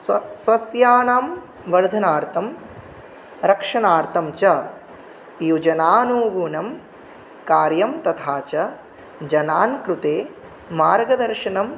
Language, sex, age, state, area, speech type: Sanskrit, male, 18-30, Tripura, rural, spontaneous